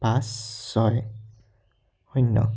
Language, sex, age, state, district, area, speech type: Assamese, male, 18-30, Assam, Udalguri, rural, spontaneous